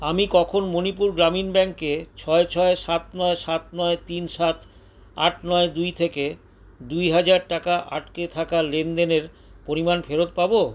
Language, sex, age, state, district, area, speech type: Bengali, male, 60+, West Bengal, Paschim Bardhaman, urban, read